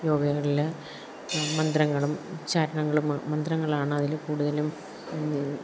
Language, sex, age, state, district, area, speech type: Malayalam, female, 30-45, Kerala, Kollam, rural, spontaneous